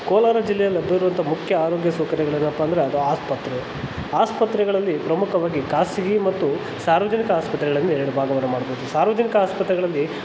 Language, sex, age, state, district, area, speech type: Kannada, male, 30-45, Karnataka, Kolar, rural, spontaneous